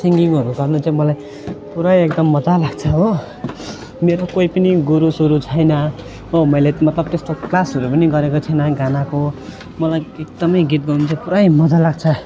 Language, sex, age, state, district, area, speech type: Nepali, male, 18-30, West Bengal, Alipurduar, rural, spontaneous